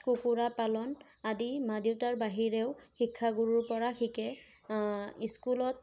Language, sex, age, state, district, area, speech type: Assamese, female, 18-30, Assam, Sonitpur, rural, spontaneous